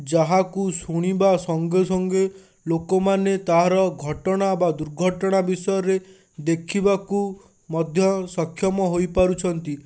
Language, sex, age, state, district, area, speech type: Odia, male, 30-45, Odisha, Bhadrak, rural, spontaneous